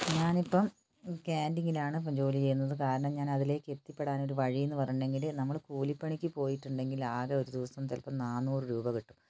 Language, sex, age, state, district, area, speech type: Malayalam, female, 60+, Kerala, Wayanad, rural, spontaneous